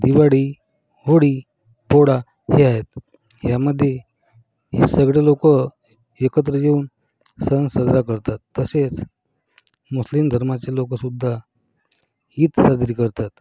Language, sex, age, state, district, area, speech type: Marathi, male, 45-60, Maharashtra, Yavatmal, rural, spontaneous